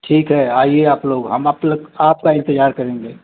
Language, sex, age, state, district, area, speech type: Hindi, male, 60+, Uttar Pradesh, Mau, rural, conversation